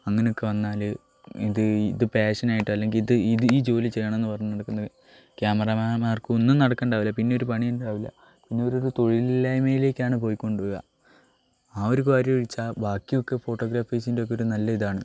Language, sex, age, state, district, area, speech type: Malayalam, male, 18-30, Kerala, Wayanad, rural, spontaneous